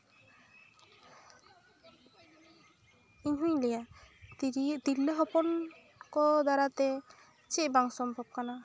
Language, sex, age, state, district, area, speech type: Santali, female, 18-30, West Bengal, Jhargram, rural, spontaneous